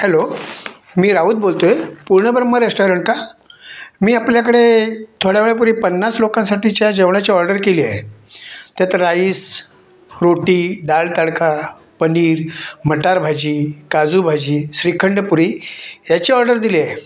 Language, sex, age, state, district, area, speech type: Marathi, male, 45-60, Maharashtra, Raigad, rural, spontaneous